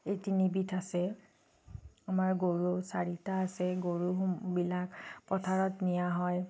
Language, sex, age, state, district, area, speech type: Assamese, female, 30-45, Assam, Nagaon, rural, spontaneous